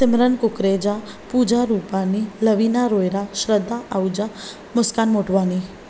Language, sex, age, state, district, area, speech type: Sindhi, female, 18-30, Maharashtra, Thane, urban, spontaneous